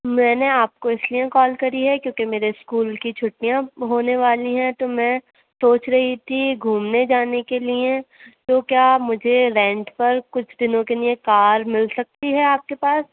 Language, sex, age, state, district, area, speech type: Urdu, female, 18-30, Uttar Pradesh, Aligarh, urban, conversation